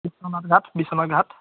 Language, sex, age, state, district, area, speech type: Assamese, male, 30-45, Assam, Biswanath, rural, conversation